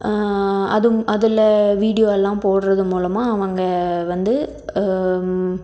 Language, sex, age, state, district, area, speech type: Tamil, female, 18-30, Tamil Nadu, Tiruppur, rural, spontaneous